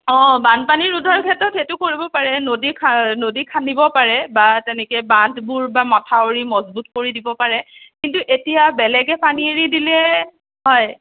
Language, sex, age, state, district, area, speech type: Assamese, female, 60+, Assam, Nagaon, rural, conversation